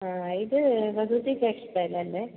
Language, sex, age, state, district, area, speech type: Malayalam, female, 45-60, Kerala, Kasaragod, rural, conversation